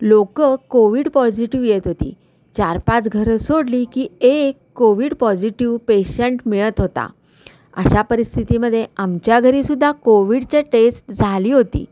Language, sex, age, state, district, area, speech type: Marathi, female, 45-60, Maharashtra, Kolhapur, urban, spontaneous